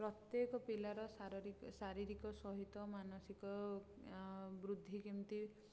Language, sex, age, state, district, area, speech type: Odia, female, 18-30, Odisha, Puri, urban, spontaneous